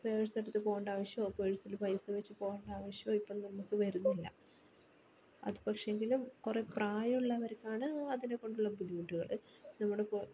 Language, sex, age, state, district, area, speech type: Malayalam, female, 30-45, Kerala, Kannur, urban, spontaneous